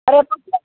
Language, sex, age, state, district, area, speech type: Telugu, female, 18-30, Andhra Pradesh, Chittoor, rural, conversation